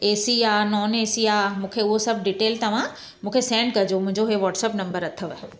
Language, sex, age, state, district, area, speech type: Sindhi, female, 45-60, Gujarat, Surat, urban, spontaneous